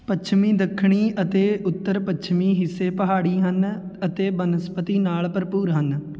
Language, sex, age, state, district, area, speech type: Punjabi, male, 18-30, Punjab, Fatehgarh Sahib, rural, read